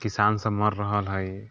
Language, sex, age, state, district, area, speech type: Maithili, male, 30-45, Bihar, Sitamarhi, urban, spontaneous